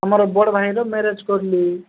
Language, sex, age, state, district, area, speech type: Odia, male, 45-60, Odisha, Nabarangpur, rural, conversation